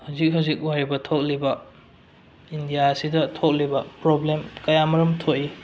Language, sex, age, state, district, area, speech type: Manipuri, male, 18-30, Manipur, Bishnupur, rural, spontaneous